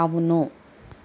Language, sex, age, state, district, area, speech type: Telugu, female, 60+, Andhra Pradesh, Konaseema, rural, read